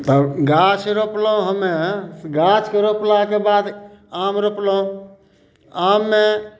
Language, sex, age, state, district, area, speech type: Maithili, male, 60+, Bihar, Samastipur, urban, spontaneous